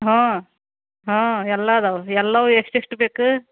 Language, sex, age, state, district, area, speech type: Kannada, female, 45-60, Karnataka, Gadag, rural, conversation